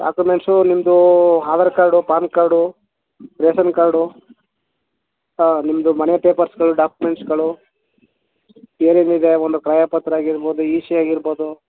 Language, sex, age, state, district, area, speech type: Kannada, male, 30-45, Karnataka, Mysore, rural, conversation